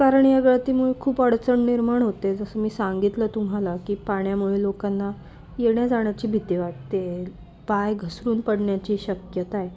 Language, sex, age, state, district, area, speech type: Marathi, female, 18-30, Maharashtra, Nashik, urban, spontaneous